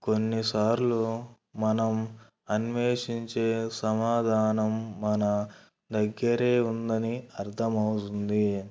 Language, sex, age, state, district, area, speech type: Telugu, male, 18-30, Andhra Pradesh, Kurnool, urban, spontaneous